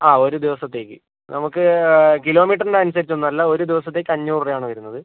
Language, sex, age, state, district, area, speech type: Malayalam, male, 45-60, Kerala, Kozhikode, urban, conversation